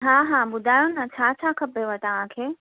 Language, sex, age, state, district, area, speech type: Sindhi, female, 18-30, Maharashtra, Mumbai Suburban, urban, conversation